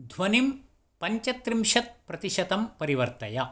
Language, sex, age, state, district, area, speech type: Sanskrit, male, 60+, Karnataka, Tumkur, urban, read